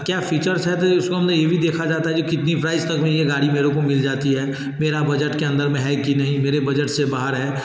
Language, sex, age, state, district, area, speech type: Hindi, male, 45-60, Bihar, Darbhanga, rural, spontaneous